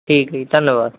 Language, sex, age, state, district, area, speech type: Punjabi, male, 18-30, Punjab, Mansa, urban, conversation